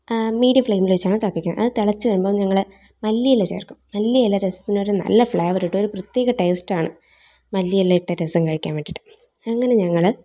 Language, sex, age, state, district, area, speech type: Malayalam, female, 18-30, Kerala, Thiruvananthapuram, rural, spontaneous